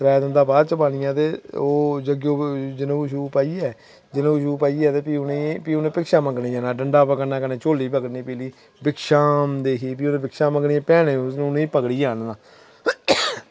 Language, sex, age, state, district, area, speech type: Dogri, male, 30-45, Jammu and Kashmir, Samba, rural, spontaneous